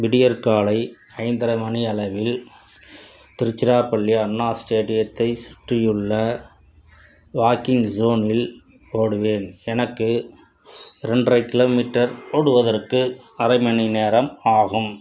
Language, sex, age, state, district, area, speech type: Tamil, male, 60+, Tamil Nadu, Tiruchirappalli, rural, spontaneous